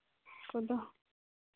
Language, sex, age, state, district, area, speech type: Santali, female, 18-30, Jharkhand, Seraikela Kharsawan, rural, conversation